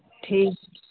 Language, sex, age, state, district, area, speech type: Hindi, female, 45-60, Bihar, Madhepura, rural, conversation